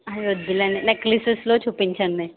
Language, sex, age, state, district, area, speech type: Telugu, female, 45-60, Andhra Pradesh, Konaseema, urban, conversation